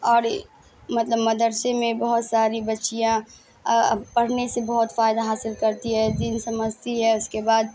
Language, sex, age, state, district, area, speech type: Urdu, female, 18-30, Bihar, Madhubani, urban, spontaneous